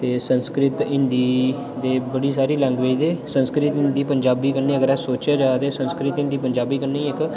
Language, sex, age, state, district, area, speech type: Dogri, male, 18-30, Jammu and Kashmir, Udhampur, rural, spontaneous